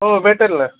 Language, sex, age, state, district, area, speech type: Marathi, male, 30-45, Maharashtra, Osmanabad, rural, conversation